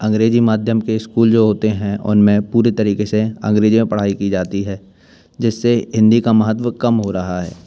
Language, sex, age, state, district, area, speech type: Hindi, male, 18-30, Madhya Pradesh, Jabalpur, urban, spontaneous